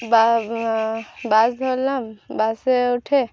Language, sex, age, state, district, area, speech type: Bengali, female, 18-30, West Bengal, Birbhum, urban, spontaneous